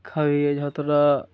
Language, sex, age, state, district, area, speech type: Bengali, male, 18-30, West Bengal, Uttar Dinajpur, urban, spontaneous